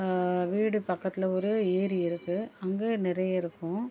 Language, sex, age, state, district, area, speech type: Tamil, female, 30-45, Tamil Nadu, Chennai, urban, spontaneous